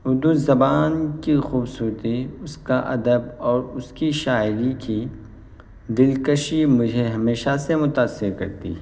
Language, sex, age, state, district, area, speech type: Urdu, male, 30-45, Uttar Pradesh, Muzaffarnagar, urban, spontaneous